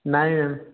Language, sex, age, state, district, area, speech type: Odia, male, 18-30, Odisha, Nabarangpur, urban, conversation